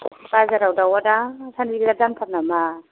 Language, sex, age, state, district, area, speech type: Bodo, female, 18-30, Assam, Kokrajhar, rural, conversation